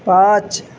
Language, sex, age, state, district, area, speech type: Urdu, male, 30-45, Uttar Pradesh, Gautam Buddha Nagar, rural, read